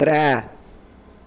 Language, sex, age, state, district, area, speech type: Dogri, male, 18-30, Jammu and Kashmir, Kathua, rural, read